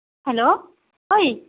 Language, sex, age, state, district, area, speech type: Assamese, female, 45-60, Assam, Nagaon, rural, conversation